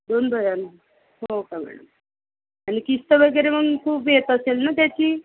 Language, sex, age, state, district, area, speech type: Marathi, female, 30-45, Maharashtra, Nagpur, urban, conversation